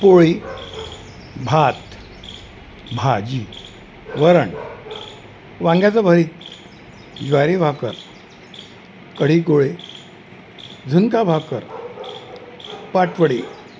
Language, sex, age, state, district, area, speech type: Marathi, male, 60+, Maharashtra, Wardha, urban, spontaneous